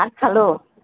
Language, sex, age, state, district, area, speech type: Assamese, female, 60+, Assam, Lakhimpur, urban, conversation